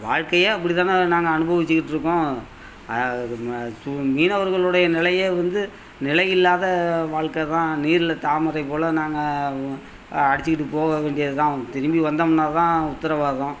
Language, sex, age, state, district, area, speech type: Tamil, male, 60+, Tamil Nadu, Thanjavur, rural, spontaneous